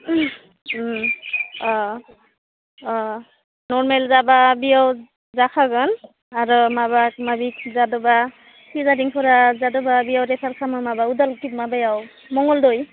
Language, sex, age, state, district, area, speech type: Bodo, female, 18-30, Assam, Udalguri, urban, conversation